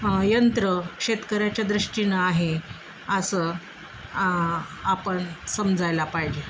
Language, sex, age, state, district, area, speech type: Marathi, female, 45-60, Maharashtra, Osmanabad, rural, spontaneous